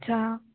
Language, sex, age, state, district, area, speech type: Assamese, female, 18-30, Assam, Tinsukia, urban, conversation